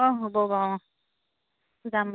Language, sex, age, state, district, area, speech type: Assamese, female, 45-60, Assam, Majuli, urban, conversation